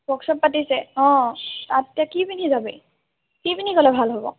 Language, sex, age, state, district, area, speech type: Assamese, female, 18-30, Assam, Sivasagar, rural, conversation